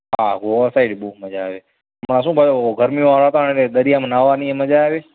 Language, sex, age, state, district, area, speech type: Gujarati, male, 18-30, Gujarat, Kutch, rural, conversation